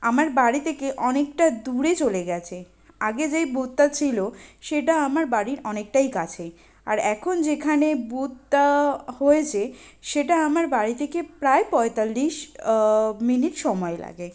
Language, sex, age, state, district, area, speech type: Bengali, female, 18-30, West Bengal, Kolkata, urban, spontaneous